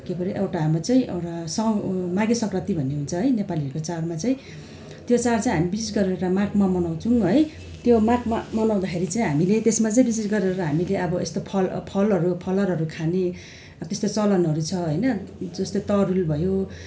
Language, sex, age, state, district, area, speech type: Nepali, female, 45-60, West Bengal, Darjeeling, rural, spontaneous